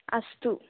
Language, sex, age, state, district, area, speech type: Sanskrit, female, 18-30, Kerala, Thrissur, rural, conversation